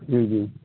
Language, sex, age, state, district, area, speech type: Urdu, male, 18-30, Bihar, Purnia, rural, conversation